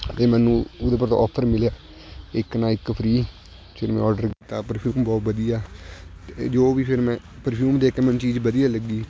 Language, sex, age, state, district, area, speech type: Punjabi, male, 18-30, Punjab, Shaheed Bhagat Singh Nagar, rural, spontaneous